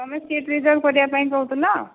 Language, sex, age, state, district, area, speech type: Odia, female, 45-60, Odisha, Angul, rural, conversation